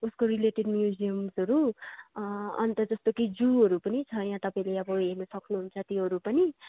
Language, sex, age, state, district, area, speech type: Nepali, female, 18-30, West Bengal, Darjeeling, rural, conversation